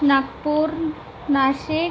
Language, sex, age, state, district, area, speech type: Marathi, female, 30-45, Maharashtra, Nagpur, urban, spontaneous